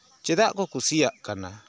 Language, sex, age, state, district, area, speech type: Santali, male, 45-60, West Bengal, Purulia, rural, spontaneous